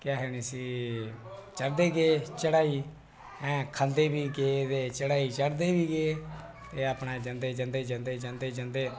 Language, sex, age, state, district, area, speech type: Dogri, male, 18-30, Jammu and Kashmir, Reasi, rural, spontaneous